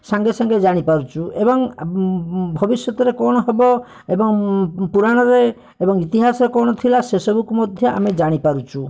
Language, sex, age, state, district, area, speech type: Odia, male, 45-60, Odisha, Bhadrak, rural, spontaneous